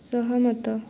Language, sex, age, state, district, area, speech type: Odia, female, 18-30, Odisha, Subarnapur, urban, read